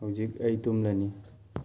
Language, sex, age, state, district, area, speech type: Manipuri, male, 18-30, Manipur, Thoubal, rural, read